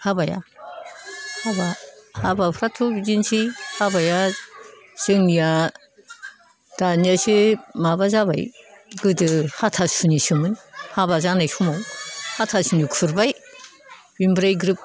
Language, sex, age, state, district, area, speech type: Bodo, female, 60+, Assam, Udalguri, rural, spontaneous